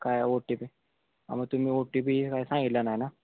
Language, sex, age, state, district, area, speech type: Marathi, male, 18-30, Maharashtra, Sangli, rural, conversation